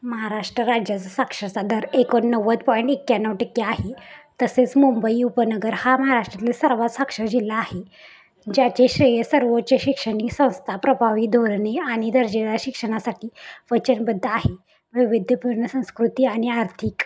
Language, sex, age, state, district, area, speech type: Marathi, female, 18-30, Maharashtra, Satara, urban, spontaneous